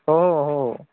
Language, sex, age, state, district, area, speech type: Marathi, male, 30-45, Maharashtra, Akola, rural, conversation